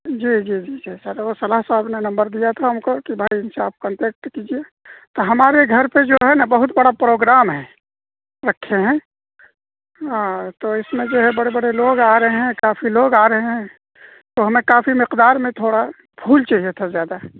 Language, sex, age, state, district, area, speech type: Urdu, male, 30-45, Bihar, Purnia, rural, conversation